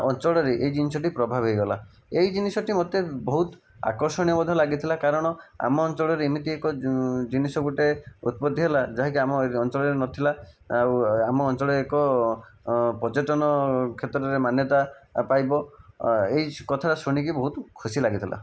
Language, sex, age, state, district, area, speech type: Odia, male, 45-60, Odisha, Jajpur, rural, spontaneous